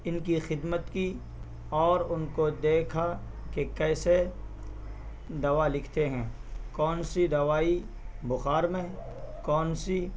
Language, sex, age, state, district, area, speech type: Urdu, male, 18-30, Bihar, Purnia, rural, spontaneous